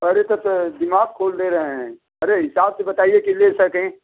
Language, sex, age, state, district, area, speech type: Hindi, male, 60+, Uttar Pradesh, Mau, urban, conversation